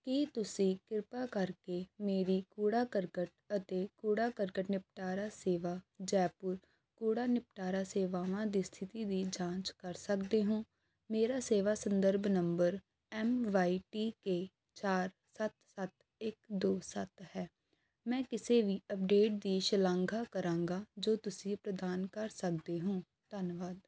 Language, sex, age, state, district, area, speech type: Punjabi, female, 18-30, Punjab, Faridkot, urban, read